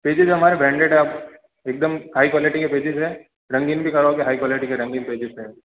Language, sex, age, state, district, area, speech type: Hindi, male, 18-30, Rajasthan, Jodhpur, urban, conversation